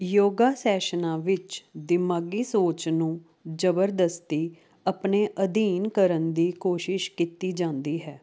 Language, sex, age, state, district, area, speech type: Punjabi, female, 30-45, Punjab, Jalandhar, urban, spontaneous